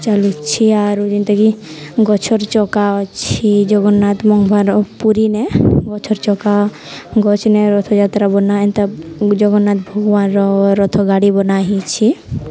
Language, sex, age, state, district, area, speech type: Odia, female, 18-30, Odisha, Nuapada, urban, spontaneous